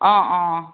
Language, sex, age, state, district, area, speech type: Assamese, female, 30-45, Assam, Biswanath, rural, conversation